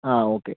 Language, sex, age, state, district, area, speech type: Malayalam, male, 45-60, Kerala, Palakkad, rural, conversation